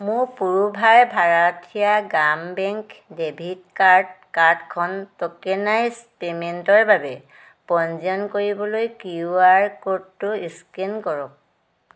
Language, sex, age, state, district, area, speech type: Assamese, female, 60+, Assam, Dhemaji, rural, read